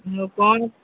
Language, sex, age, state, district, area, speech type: Odia, female, 45-60, Odisha, Angul, rural, conversation